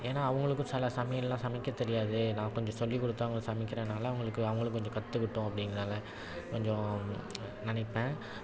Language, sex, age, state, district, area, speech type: Tamil, male, 30-45, Tamil Nadu, Thanjavur, urban, spontaneous